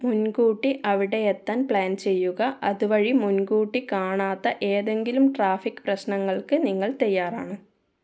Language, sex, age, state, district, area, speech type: Malayalam, female, 18-30, Kerala, Kannur, rural, read